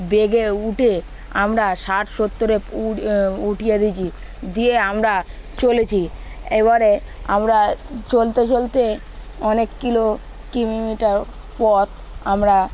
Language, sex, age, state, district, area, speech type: Bengali, male, 18-30, West Bengal, Dakshin Dinajpur, urban, spontaneous